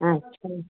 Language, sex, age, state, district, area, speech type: Hindi, female, 60+, Uttar Pradesh, Sitapur, rural, conversation